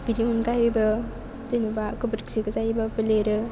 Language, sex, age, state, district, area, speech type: Bodo, female, 18-30, Assam, Chirang, rural, spontaneous